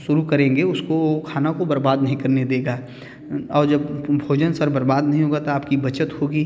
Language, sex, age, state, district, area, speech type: Hindi, male, 30-45, Uttar Pradesh, Bhadohi, urban, spontaneous